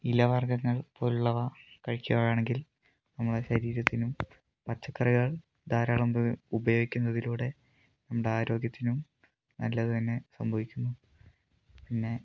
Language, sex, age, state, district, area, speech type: Malayalam, male, 30-45, Kerala, Wayanad, rural, spontaneous